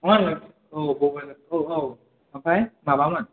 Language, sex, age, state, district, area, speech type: Bodo, male, 18-30, Assam, Kokrajhar, urban, conversation